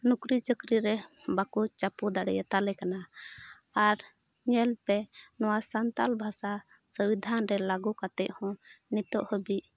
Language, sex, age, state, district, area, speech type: Santali, female, 30-45, Jharkhand, Pakur, rural, spontaneous